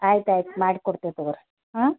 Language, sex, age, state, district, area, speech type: Kannada, female, 60+, Karnataka, Belgaum, rural, conversation